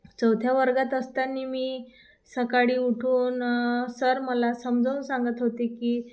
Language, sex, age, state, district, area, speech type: Marathi, female, 30-45, Maharashtra, Thane, urban, spontaneous